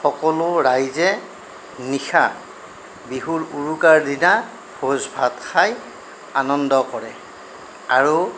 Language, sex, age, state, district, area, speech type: Assamese, male, 60+, Assam, Darrang, rural, spontaneous